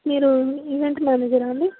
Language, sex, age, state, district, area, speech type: Telugu, female, 18-30, Andhra Pradesh, Visakhapatnam, urban, conversation